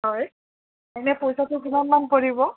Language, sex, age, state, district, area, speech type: Assamese, female, 30-45, Assam, Dhemaji, urban, conversation